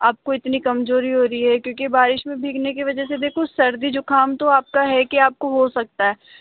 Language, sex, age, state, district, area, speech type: Hindi, female, 60+, Rajasthan, Jaipur, urban, conversation